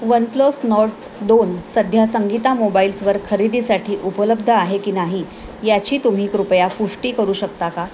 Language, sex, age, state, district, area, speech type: Marathi, female, 45-60, Maharashtra, Thane, rural, read